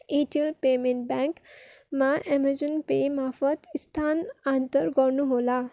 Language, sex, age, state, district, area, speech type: Nepali, female, 30-45, West Bengal, Darjeeling, rural, read